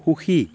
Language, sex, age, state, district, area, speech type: Assamese, male, 30-45, Assam, Kamrup Metropolitan, urban, read